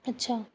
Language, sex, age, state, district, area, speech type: Sindhi, female, 18-30, Rajasthan, Ajmer, urban, spontaneous